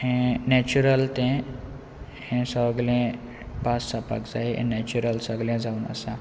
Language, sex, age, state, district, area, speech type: Goan Konkani, male, 18-30, Goa, Quepem, rural, spontaneous